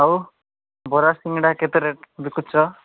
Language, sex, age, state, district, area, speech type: Odia, male, 18-30, Odisha, Nabarangpur, urban, conversation